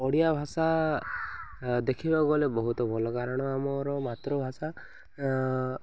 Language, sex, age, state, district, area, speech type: Odia, male, 45-60, Odisha, Koraput, urban, spontaneous